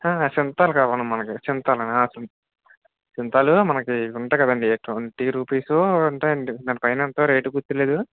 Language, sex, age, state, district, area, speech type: Telugu, male, 30-45, Andhra Pradesh, Kakinada, rural, conversation